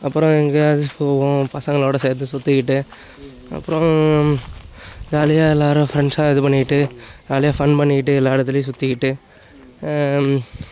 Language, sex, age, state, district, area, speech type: Tamil, male, 18-30, Tamil Nadu, Nagapattinam, urban, spontaneous